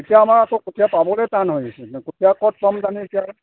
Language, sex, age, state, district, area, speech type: Assamese, male, 60+, Assam, Golaghat, rural, conversation